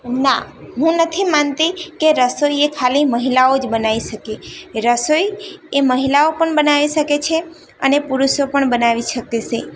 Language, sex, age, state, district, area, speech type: Gujarati, female, 18-30, Gujarat, Ahmedabad, urban, spontaneous